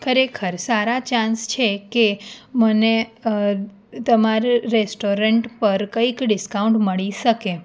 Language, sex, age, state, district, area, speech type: Gujarati, female, 18-30, Gujarat, Anand, urban, spontaneous